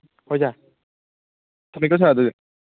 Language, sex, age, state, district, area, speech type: Manipuri, male, 18-30, Manipur, Kangpokpi, urban, conversation